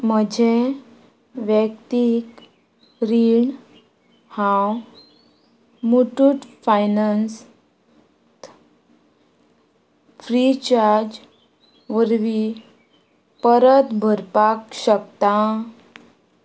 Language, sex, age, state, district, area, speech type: Goan Konkani, female, 18-30, Goa, Ponda, rural, read